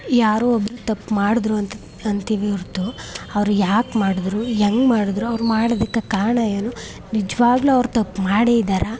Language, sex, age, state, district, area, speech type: Kannada, female, 18-30, Karnataka, Chamarajanagar, urban, spontaneous